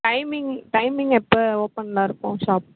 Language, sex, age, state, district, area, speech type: Tamil, female, 18-30, Tamil Nadu, Chennai, urban, conversation